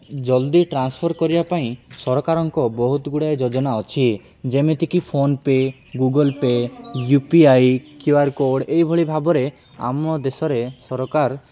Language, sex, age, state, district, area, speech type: Odia, male, 18-30, Odisha, Nabarangpur, urban, spontaneous